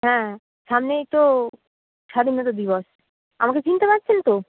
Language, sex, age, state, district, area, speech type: Bengali, female, 18-30, West Bengal, Darjeeling, urban, conversation